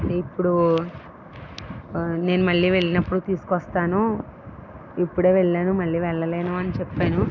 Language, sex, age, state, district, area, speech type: Telugu, female, 45-60, Andhra Pradesh, East Godavari, rural, spontaneous